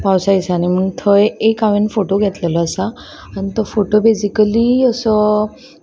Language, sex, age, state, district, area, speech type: Goan Konkani, female, 30-45, Goa, Salcete, rural, spontaneous